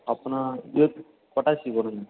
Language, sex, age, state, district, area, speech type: Tamil, male, 18-30, Tamil Nadu, Perambalur, urban, conversation